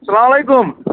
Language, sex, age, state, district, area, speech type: Kashmiri, male, 18-30, Jammu and Kashmir, Budgam, rural, conversation